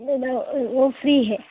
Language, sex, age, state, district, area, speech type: Sanskrit, female, 18-30, Karnataka, Dakshina Kannada, urban, conversation